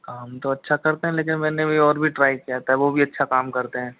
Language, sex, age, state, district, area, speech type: Hindi, male, 30-45, Rajasthan, Karauli, rural, conversation